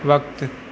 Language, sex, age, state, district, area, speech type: Sindhi, male, 18-30, Gujarat, Surat, urban, read